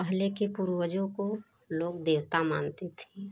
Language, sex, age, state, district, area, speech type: Hindi, female, 30-45, Uttar Pradesh, Prayagraj, rural, spontaneous